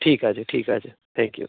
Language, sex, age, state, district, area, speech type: Bengali, male, 45-60, West Bengal, North 24 Parganas, urban, conversation